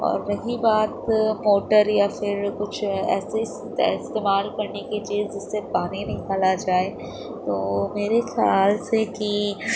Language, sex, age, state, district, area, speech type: Urdu, female, 30-45, Uttar Pradesh, Gautam Buddha Nagar, urban, spontaneous